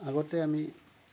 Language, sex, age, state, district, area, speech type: Assamese, male, 45-60, Assam, Goalpara, urban, spontaneous